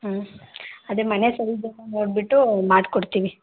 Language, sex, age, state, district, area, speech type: Kannada, female, 18-30, Karnataka, Hassan, rural, conversation